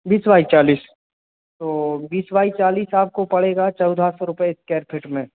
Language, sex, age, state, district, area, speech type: Hindi, male, 18-30, Madhya Pradesh, Hoshangabad, urban, conversation